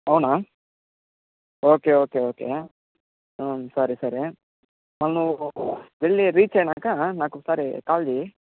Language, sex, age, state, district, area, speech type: Telugu, male, 18-30, Andhra Pradesh, Chittoor, rural, conversation